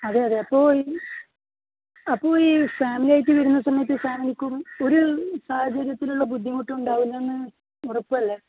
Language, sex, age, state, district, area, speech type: Malayalam, male, 18-30, Kerala, Kasaragod, rural, conversation